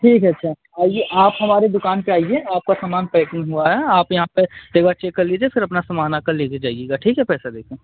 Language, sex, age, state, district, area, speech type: Hindi, male, 18-30, Uttar Pradesh, Mirzapur, rural, conversation